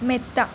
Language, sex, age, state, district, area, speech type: Malayalam, female, 18-30, Kerala, Wayanad, rural, read